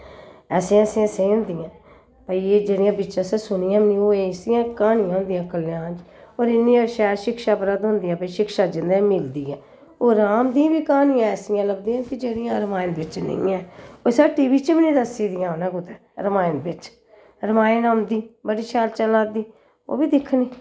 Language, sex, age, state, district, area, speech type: Dogri, female, 60+, Jammu and Kashmir, Jammu, urban, spontaneous